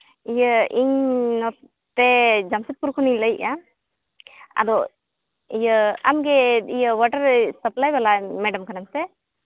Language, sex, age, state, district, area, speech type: Santali, female, 30-45, Jharkhand, East Singhbhum, rural, conversation